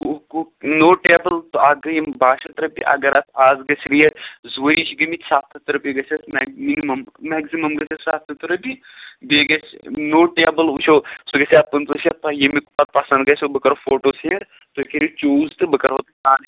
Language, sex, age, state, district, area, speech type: Kashmiri, male, 18-30, Jammu and Kashmir, Pulwama, urban, conversation